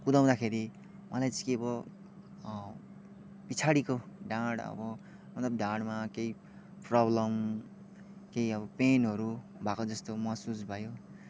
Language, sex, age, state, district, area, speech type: Nepali, male, 18-30, West Bengal, Kalimpong, rural, spontaneous